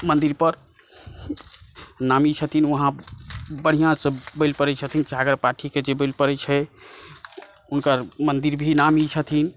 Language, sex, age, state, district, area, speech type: Maithili, male, 30-45, Bihar, Saharsa, rural, spontaneous